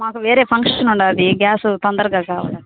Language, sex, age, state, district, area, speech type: Telugu, female, 60+, Andhra Pradesh, Kadapa, rural, conversation